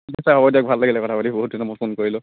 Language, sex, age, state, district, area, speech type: Assamese, male, 18-30, Assam, Kamrup Metropolitan, urban, conversation